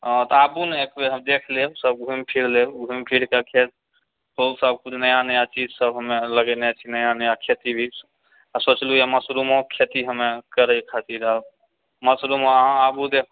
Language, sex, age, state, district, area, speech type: Maithili, male, 60+, Bihar, Purnia, urban, conversation